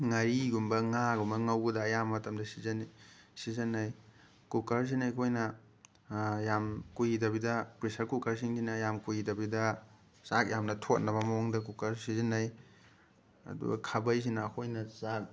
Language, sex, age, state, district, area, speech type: Manipuri, male, 30-45, Manipur, Thoubal, rural, spontaneous